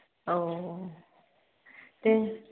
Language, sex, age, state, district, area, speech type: Bodo, female, 18-30, Assam, Baksa, rural, conversation